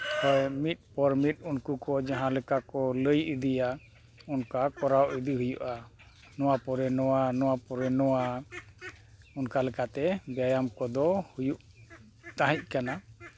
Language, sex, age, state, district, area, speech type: Santali, male, 60+, Jharkhand, East Singhbhum, rural, spontaneous